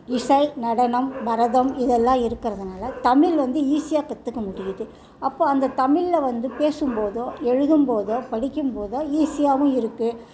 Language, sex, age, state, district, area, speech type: Tamil, female, 60+, Tamil Nadu, Salem, rural, spontaneous